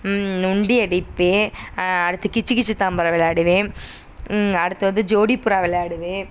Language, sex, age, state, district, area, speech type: Tamil, female, 18-30, Tamil Nadu, Sivaganga, rural, spontaneous